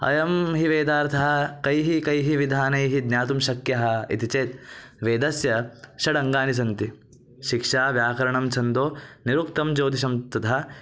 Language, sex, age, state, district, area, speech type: Sanskrit, male, 18-30, Maharashtra, Thane, urban, spontaneous